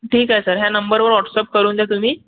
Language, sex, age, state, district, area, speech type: Marathi, male, 18-30, Maharashtra, Nagpur, urban, conversation